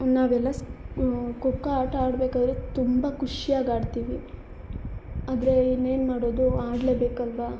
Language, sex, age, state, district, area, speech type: Kannada, female, 30-45, Karnataka, Hassan, urban, spontaneous